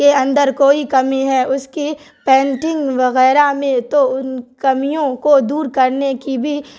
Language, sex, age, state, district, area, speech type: Urdu, female, 18-30, Bihar, Darbhanga, rural, spontaneous